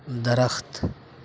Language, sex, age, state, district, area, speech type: Urdu, male, 18-30, Delhi, Central Delhi, urban, read